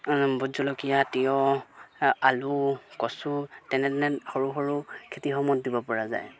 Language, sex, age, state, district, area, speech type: Assamese, male, 30-45, Assam, Golaghat, rural, spontaneous